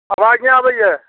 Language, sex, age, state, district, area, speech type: Maithili, male, 45-60, Bihar, Saharsa, rural, conversation